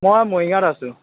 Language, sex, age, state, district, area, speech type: Assamese, male, 18-30, Assam, Morigaon, rural, conversation